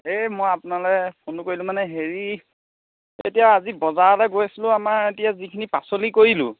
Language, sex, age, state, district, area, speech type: Assamese, male, 30-45, Assam, Majuli, urban, conversation